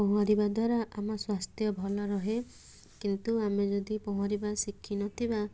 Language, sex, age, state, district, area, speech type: Odia, female, 18-30, Odisha, Cuttack, urban, spontaneous